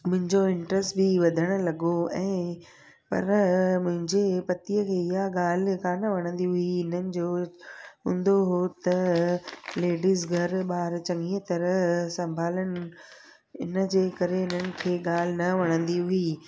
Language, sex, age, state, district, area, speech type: Sindhi, female, 30-45, Gujarat, Surat, urban, spontaneous